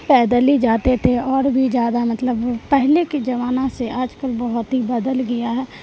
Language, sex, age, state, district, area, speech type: Urdu, female, 18-30, Bihar, Supaul, rural, spontaneous